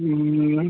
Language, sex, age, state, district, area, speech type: Odia, male, 18-30, Odisha, Jagatsinghpur, rural, conversation